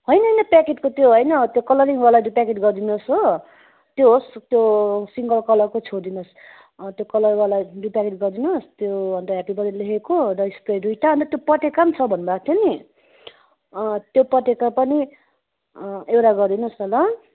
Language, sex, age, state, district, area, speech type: Nepali, female, 45-60, West Bengal, Jalpaiguri, urban, conversation